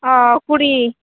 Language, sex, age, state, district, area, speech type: Santali, female, 18-30, West Bengal, Purba Bardhaman, rural, conversation